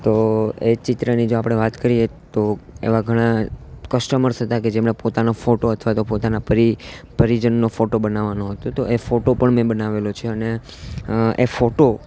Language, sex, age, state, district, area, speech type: Gujarati, male, 18-30, Gujarat, Junagadh, urban, spontaneous